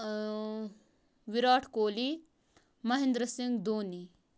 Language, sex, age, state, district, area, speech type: Kashmiri, female, 18-30, Jammu and Kashmir, Bandipora, rural, spontaneous